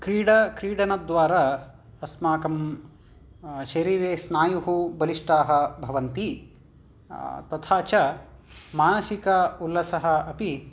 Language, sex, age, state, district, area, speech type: Sanskrit, male, 18-30, Karnataka, Vijayanagara, urban, spontaneous